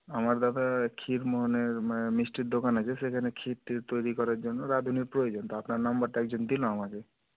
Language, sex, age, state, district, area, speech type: Bengali, male, 18-30, West Bengal, Murshidabad, urban, conversation